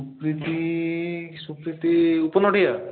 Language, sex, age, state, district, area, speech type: Bengali, male, 18-30, West Bengal, Purulia, urban, conversation